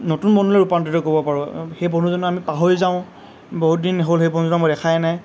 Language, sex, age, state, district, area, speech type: Assamese, male, 18-30, Assam, Lakhimpur, rural, spontaneous